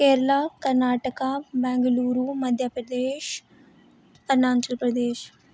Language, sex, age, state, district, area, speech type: Dogri, female, 18-30, Jammu and Kashmir, Reasi, rural, spontaneous